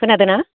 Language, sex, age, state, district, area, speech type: Bodo, female, 60+, Assam, Baksa, rural, conversation